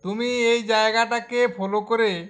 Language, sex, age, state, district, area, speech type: Bengali, male, 45-60, West Bengal, Uttar Dinajpur, rural, spontaneous